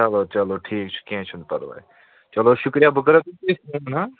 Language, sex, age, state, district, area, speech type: Kashmiri, male, 30-45, Jammu and Kashmir, Srinagar, urban, conversation